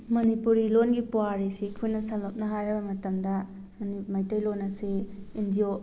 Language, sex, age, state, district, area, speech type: Manipuri, female, 18-30, Manipur, Thoubal, rural, spontaneous